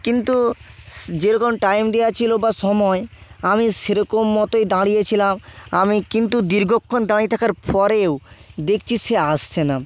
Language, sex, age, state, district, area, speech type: Bengali, male, 18-30, West Bengal, Bankura, urban, spontaneous